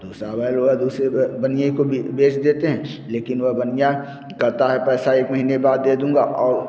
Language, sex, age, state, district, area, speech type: Hindi, male, 45-60, Uttar Pradesh, Bhadohi, urban, spontaneous